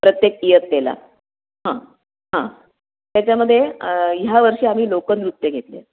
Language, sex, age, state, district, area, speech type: Marathi, female, 60+, Maharashtra, Nashik, urban, conversation